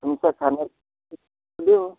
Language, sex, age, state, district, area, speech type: Marathi, male, 30-45, Maharashtra, Washim, urban, conversation